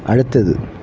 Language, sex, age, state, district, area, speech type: Tamil, male, 45-60, Tamil Nadu, Thoothukudi, urban, read